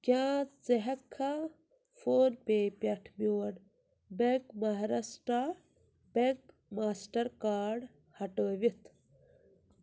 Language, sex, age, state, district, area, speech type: Kashmiri, female, 18-30, Jammu and Kashmir, Ganderbal, rural, read